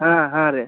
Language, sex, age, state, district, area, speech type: Kannada, male, 18-30, Karnataka, Dharwad, rural, conversation